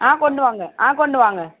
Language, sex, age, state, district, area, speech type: Tamil, female, 30-45, Tamil Nadu, Thoothukudi, urban, conversation